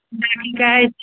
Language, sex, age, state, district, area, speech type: Maithili, female, 60+, Bihar, Begusarai, rural, conversation